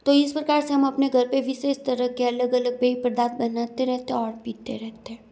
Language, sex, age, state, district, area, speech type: Hindi, female, 18-30, Rajasthan, Jodhpur, urban, spontaneous